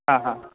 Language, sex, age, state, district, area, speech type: Marathi, male, 18-30, Maharashtra, Sindhudurg, rural, conversation